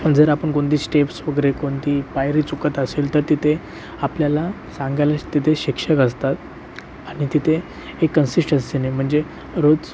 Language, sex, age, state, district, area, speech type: Marathi, male, 18-30, Maharashtra, Sindhudurg, rural, spontaneous